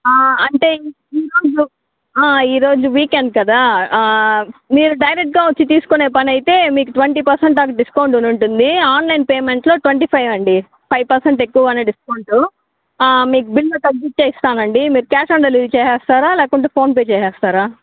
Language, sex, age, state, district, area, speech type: Telugu, female, 60+, Andhra Pradesh, Chittoor, rural, conversation